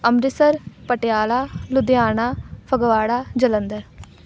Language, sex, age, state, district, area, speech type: Punjabi, female, 18-30, Punjab, Amritsar, urban, spontaneous